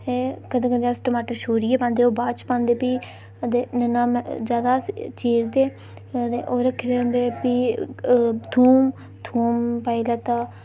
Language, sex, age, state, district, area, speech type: Dogri, female, 18-30, Jammu and Kashmir, Reasi, rural, spontaneous